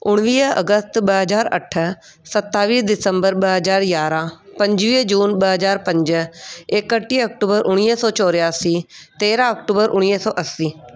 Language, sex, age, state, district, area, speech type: Sindhi, female, 30-45, Delhi, South Delhi, urban, spontaneous